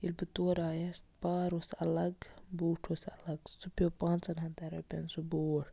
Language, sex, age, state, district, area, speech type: Kashmiri, female, 18-30, Jammu and Kashmir, Baramulla, rural, spontaneous